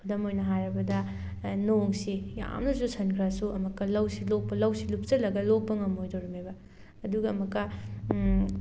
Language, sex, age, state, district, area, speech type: Manipuri, female, 18-30, Manipur, Thoubal, rural, spontaneous